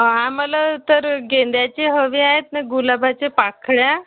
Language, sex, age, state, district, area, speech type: Marathi, female, 30-45, Maharashtra, Nagpur, urban, conversation